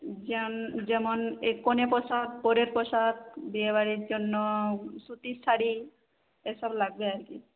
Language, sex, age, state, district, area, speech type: Bengali, female, 30-45, West Bengal, Jhargram, rural, conversation